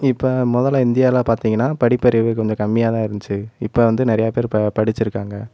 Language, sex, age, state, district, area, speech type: Tamil, male, 18-30, Tamil Nadu, Madurai, urban, spontaneous